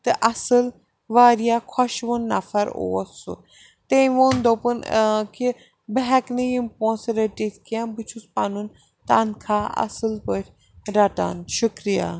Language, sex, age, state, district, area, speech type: Kashmiri, female, 30-45, Jammu and Kashmir, Srinagar, urban, spontaneous